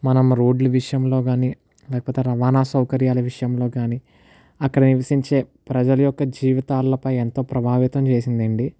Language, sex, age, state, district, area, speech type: Telugu, male, 18-30, Andhra Pradesh, Kakinada, urban, spontaneous